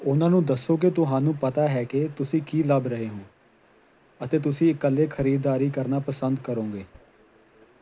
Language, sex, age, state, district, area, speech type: Punjabi, male, 30-45, Punjab, Faridkot, urban, read